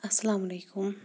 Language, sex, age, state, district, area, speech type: Kashmiri, female, 30-45, Jammu and Kashmir, Shopian, urban, spontaneous